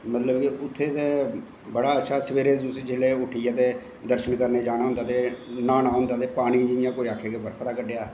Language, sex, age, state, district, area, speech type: Dogri, male, 45-60, Jammu and Kashmir, Jammu, urban, spontaneous